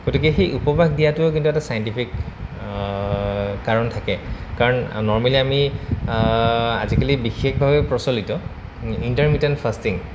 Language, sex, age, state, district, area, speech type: Assamese, male, 30-45, Assam, Goalpara, urban, spontaneous